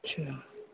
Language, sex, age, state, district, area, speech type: Urdu, male, 30-45, Uttar Pradesh, Gautam Buddha Nagar, rural, conversation